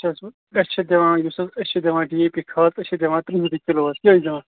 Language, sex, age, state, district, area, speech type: Kashmiri, male, 18-30, Jammu and Kashmir, Kupwara, rural, conversation